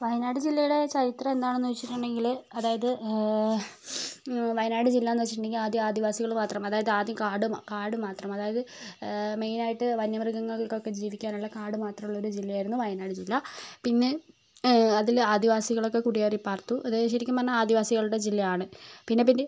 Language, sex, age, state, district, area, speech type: Malayalam, female, 18-30, Kerala, Wayanad, rural, spontaneous